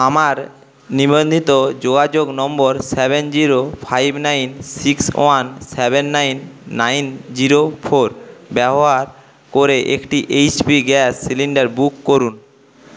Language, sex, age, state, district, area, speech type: Bengali, male, 30-45, West Bengal, Paschim Medinipur, rural, read